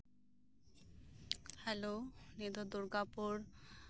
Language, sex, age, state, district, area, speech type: Santali, female, 30-45, West Bengal, Birbhum, rural, spontaneous